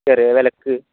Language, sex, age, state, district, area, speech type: Malayalam, male, 18-30, Kerala, Malappuram, rural, conversation